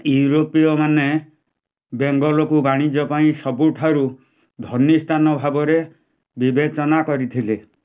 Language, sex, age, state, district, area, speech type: Odia, male, 60+, Odisha, Kendujhar, urban, read